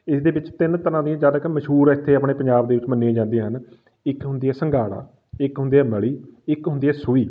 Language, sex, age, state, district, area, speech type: Punjabi, male, 30-45, Punjab, Fatehgarh Sahib, rural, spontaneous